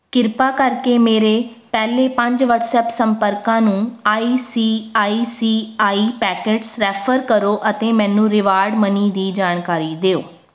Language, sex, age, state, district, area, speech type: Punjabi, female, 18-30, Punjab, Rupnagar, urban, read